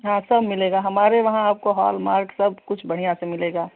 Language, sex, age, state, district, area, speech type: Hindi, female, 30-45, Uttar Pradesh, Chandauli, rural, conversation